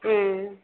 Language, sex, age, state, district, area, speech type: Tamil, female, 18-30, Tamil Nadu, Krishnagiri, rural, conversation